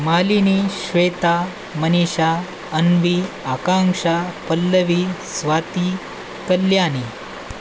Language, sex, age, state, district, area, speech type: Marathi, male, 45-60, Maharashtra, Nanded, rural, spontaneous